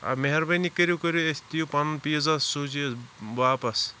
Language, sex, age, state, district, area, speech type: Kashmiri, male, 30-45, Jammu and Kashmir, Shopian, rural, spontaneous